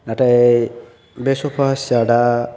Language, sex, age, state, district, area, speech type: Bodo, male, 18-30, Assam, Chirang, rural, spontaneous